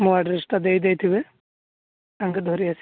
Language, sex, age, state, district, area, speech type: Odia, male, 30-45, Odisha, Malkangiri, urban, conversation